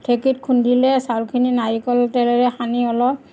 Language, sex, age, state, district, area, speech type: Assamese, female, 45-60, Assam, Nagaon, rural, spontaneous